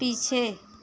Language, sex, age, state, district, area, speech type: Hindi, female, 45-60, Uttar Pradesh, Pratapgarh, rural, read